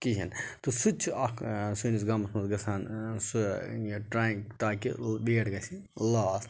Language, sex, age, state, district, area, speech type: Kashmiri, male, 30-45, Jammu and Kashmir, Budgam, rural, spontaneous